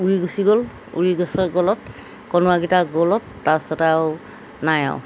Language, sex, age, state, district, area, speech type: Assamese, female, 60+, Assam, Golaghat, urban, spontaneous